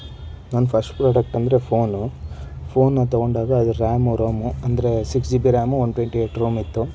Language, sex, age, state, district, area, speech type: Kannada, male, 18-30, Karnataka, Shimoga, rural, spontaneous